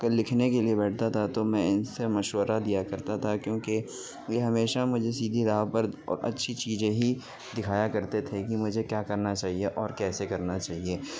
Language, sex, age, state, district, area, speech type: Urdu, male, 18-30, Uttar Pradesh, Gautam Buddha Nagar, rural, spontaneous